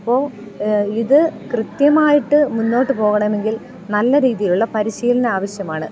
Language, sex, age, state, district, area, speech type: Malayalam, female, 30-45, Kerala, Thiruvananthapuram, urban, spontaneous